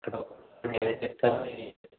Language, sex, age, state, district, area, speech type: Telugu, male, 18-30, Andhra Pradesh, East Godavari, rural, conversation